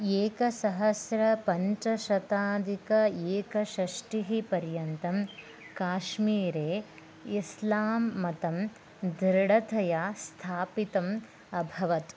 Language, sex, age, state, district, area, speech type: Sanskrit, female, 18-30, Karnataka, Bagalkot, rural, read